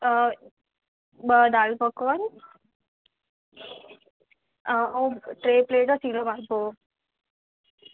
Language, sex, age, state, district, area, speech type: Sindhi, female, 18-30, Maharashtra, Thane, urban, conversation